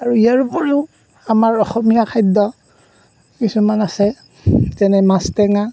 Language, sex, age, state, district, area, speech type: Assamese, male, 18-30, Assam, Darrang, rural, spontaneous